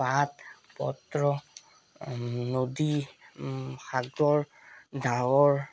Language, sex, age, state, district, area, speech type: Assamese, male, 18-30, Assam, Charaideo, urban, spontaneous